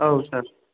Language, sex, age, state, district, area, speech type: Bodo, male, 30-45, Assam, Kokrajhar, urban, conversation